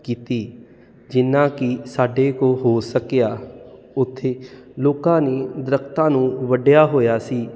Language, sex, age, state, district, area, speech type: Punjabi, male, 30-45, Punjab, Jalandhar, urban, spontaneous